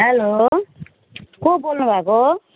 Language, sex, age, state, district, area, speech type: Nepali, female, 60+, West Bengal, Jalpaiguri, rural, conversation